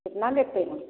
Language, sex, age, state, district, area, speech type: Hindi, female, 60+, Uttar Pradesh, Varanasi, rural, conversation